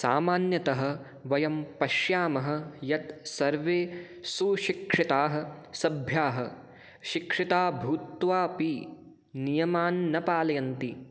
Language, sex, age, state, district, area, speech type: Sanskrit, male, 18-30, Rajasthan, Jaipur, urban, spontaneous